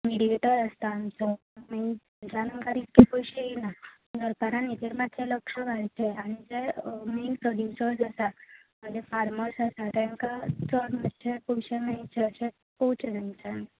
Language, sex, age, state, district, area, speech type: Goan Konkani, female, 18-30, Goa, Bardez, urban, conversation